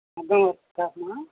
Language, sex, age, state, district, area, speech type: Telugu, male, 60+, Andhra Pradesh, N T Rama Rao, urban, conversation